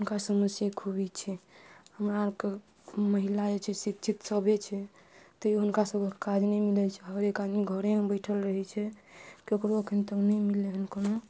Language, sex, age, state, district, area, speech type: Maithili, female, 30-45, Bihar, Madhubani, rural, spontaneous